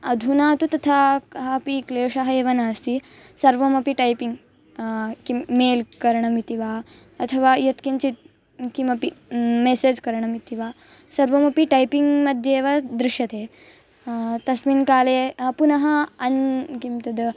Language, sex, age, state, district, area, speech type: Sanskrit, female, 18-30, Karnataka, Bangalore Rural, rural, spontaneous